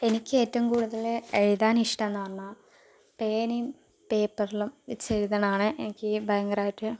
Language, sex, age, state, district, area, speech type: Malayalam, female, 18-30, Kerala, Palakkad, rural, spontaneous